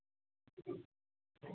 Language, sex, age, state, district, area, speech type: Maithili, female, 60+, Bihar, Araria, rural, conversation